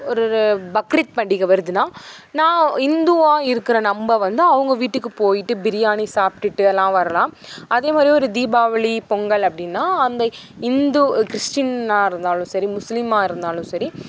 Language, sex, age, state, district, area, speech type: Tamil, female, 18-30, Tamil Nadu, Thanjavur, rural, spontaneous